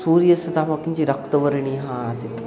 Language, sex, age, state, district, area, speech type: Sanskrit, male, 18-30, West Bengal, Purba Medinipur, rural, spontaneous